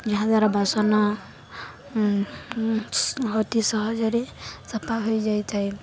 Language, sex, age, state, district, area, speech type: Odia, female, 18-30, Odisha, Balangir, urban, spontaneous